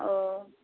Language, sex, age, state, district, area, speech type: Hindi, female, 18-30, Bihar, Vaishali, rural, conversation